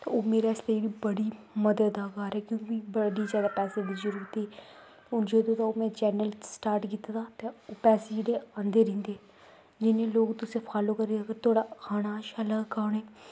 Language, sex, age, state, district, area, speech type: Dogri, female, 18-30, Jammu and Kashmir, Kathua, rural, spontaneous